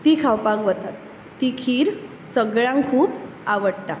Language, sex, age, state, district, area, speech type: Goan Konkani, female, 30-45, Goa, Bardez, urban, spontaneous